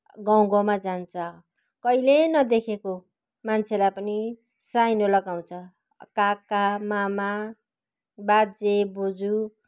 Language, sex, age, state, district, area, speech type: Nepali, female, 45-60, West Bengal, Kalimpong, rural, spontaneous